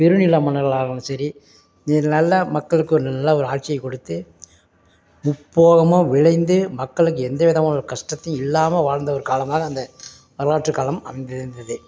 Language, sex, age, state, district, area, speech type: Tamil, male, 45-60, Tamil Nadu, Perambalur, urban, spontaneous